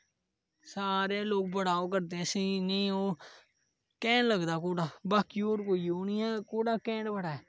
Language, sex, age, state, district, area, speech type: Dogri, male, 18-30, Jammu and Kashmir, Kathua, rural, spontaneous